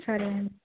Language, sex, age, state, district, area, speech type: Telugu, female, 30-45, Andhra Pradesh, N T Rama Rao, urban, conversation